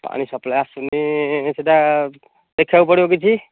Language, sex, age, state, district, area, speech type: Odia, male, 30-45, Odisha, Nayagarh, rural, conversation